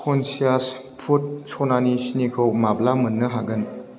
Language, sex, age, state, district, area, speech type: Bodo, male, 18-30, Assam, Chirang, rural, read